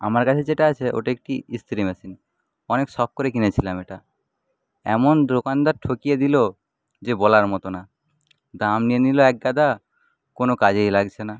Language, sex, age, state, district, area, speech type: Bengali, male, 30-45, West Bengal, Paschim Medinipur, rural, spontaneous